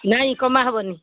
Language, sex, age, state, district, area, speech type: Odia, female, 60+, Odisha, Kendrapara, urban, conversation